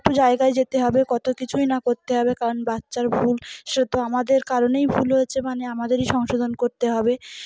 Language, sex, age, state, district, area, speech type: Bengali, female, 30-45, West Bengal, Cooch Behar, urban, spontaneous